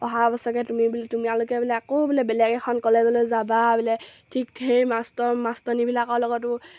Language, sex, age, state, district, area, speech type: Assamese, female, 18-30, Assam, Sivasagar, rural, spontaneous